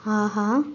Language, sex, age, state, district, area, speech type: Tamil, female, 18-30, Tamil Nadu, Kallakurichi, urban, read